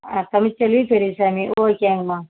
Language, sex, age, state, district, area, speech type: Tamil, female, 45-60, Tamil Nadu, Kallakurichi, rural, conversation